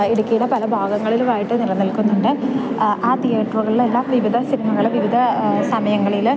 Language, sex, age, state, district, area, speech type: Malayalam, female, 18-30, Kerala, Idukki, rural, spontaneous